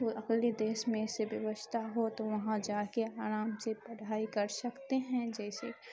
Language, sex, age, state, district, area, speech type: Urdu, female, 18-30, Bihar, Khagaria, rural, spontaneous